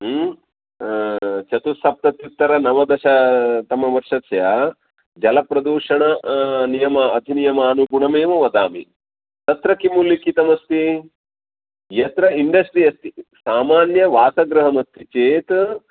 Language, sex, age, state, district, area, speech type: Sanskrit, male, 45-60, Karnataka, Uttara Kannada, urban, conversation